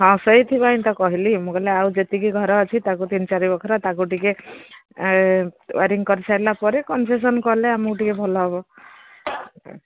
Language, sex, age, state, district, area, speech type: Odia, female, 60+, Odisha, Gajapati, rural, conversation